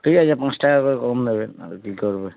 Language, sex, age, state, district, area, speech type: Bengali, male, 30-45, West Bengal, Darjeeling, rural, conversation